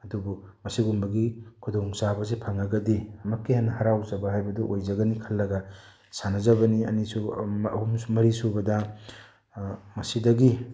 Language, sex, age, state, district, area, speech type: Manipuri, male, 30-45, Manipur, Tengnoupal, urban, spontaneous